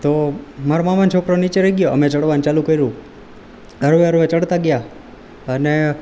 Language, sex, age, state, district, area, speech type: Gujarati, male, 18-30, Gujarat, Rajkot, rural, spontaneous